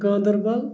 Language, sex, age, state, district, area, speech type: Kashmiri, male, 30-45, Jammu and Kashmir, Kupwara, urban, spontaneous